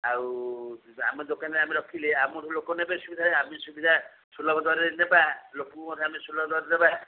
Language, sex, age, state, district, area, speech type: Odia, female, 60+, Odisha, Sundergarh, rural, conversation